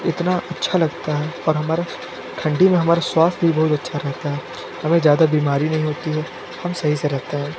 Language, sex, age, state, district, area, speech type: Hindi, male, 18-30, Uttar Pradesh, Sonbhadra, rural, spontaneous